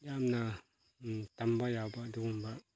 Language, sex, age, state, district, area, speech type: Manipuri, male, 30-45, Manipur, Chandel, rural, spontaneous